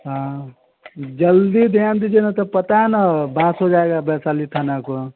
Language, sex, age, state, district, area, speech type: Hindi, male, 30-45, Bihar, Vaishali, urban, conversation